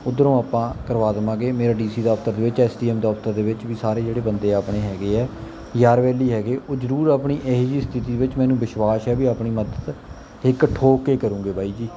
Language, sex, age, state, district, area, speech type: Punjabi, male, 18-30, Punjab, Kapurthala, rural, spontaneous